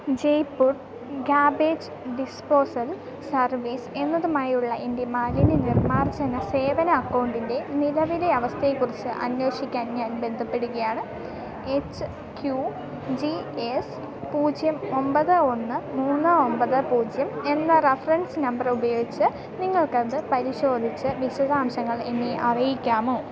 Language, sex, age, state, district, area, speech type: Malayalam, female, 18-30, Kerala, Idukki, rural, read